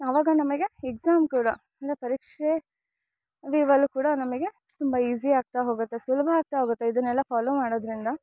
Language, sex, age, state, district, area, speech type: Kannada, female, 18-30, Karnataka, Chikkamagaluru, rural, spontaneous